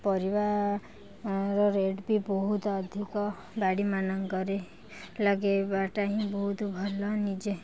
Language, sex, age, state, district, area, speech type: Odia, female, 60+, Odisha, Kendujhar, urban, spontaneous